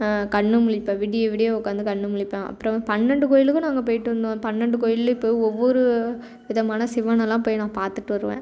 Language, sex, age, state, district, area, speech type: Tamil, female, 18-30, Tamil Nadu, Thoothukudi, rural, spontaneous